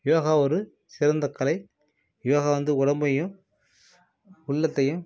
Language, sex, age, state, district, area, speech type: Tamil, male, 30-45, Tamil Nadu, Nagapattinam, rural, spontaneous